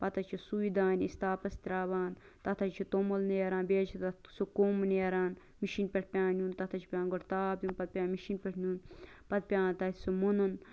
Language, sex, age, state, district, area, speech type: Kashmiri, female, 30-45, Jammu and Kashmir, Bandipora, rural, spontaneous